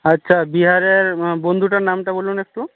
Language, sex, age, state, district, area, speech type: Bengali, male, 60+, West Bengal, Jhargram, rural, conversation